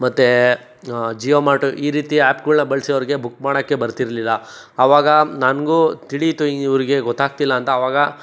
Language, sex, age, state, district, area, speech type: Kannada, male, 18-30, Karnataka, Chikkaballapur, rural, spontaneous